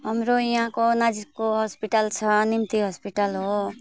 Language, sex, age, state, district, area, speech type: Nepali, female, 45-60, West Bengal, Alipurduar, urban, spontaneous